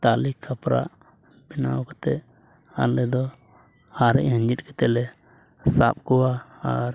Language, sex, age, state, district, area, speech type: Santali, male, 18-30, Jharkhand, Pakur, rural, spontaneous